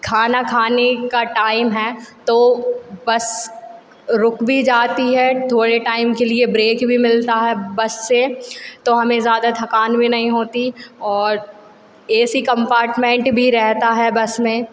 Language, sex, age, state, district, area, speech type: Hindi, female, 18-30, Madhya Pradesh, Hoshangabad, rural, spontaneous